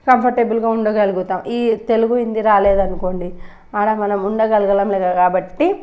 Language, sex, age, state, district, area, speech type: Telugu, female, 18-30, Telangana, Nalgonda, urban, spontaneous